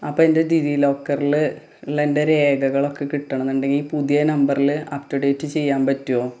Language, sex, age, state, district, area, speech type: Malayalam, female, 30-45, Kerala, Malappuram, rural, spontaneous